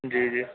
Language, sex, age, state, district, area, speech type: Urdu, male, 30-45, Uttar Pradesh, Gautam Buddha Nagar, urban, conversation